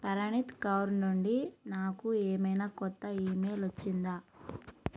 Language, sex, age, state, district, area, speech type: Telugu, female, 30-45, Telangana, Nalgonda, rural, read